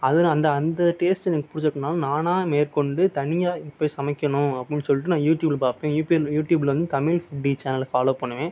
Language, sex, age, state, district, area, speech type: Tamil, male, 18-30, Tamil Nadu, Sivaganga, rural, spontaneous